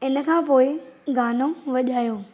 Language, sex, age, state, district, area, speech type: Sindhi, female, 30-45, Maharashtra, Thane, urban, read